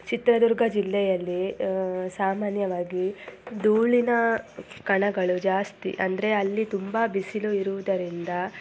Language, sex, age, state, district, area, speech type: Kannada, female, 18-30, Karnataka, Chitradurga, rural, spontaneous